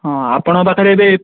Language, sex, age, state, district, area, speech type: Odia, male, 18-30, Odisha, Ganjam, urban, conversation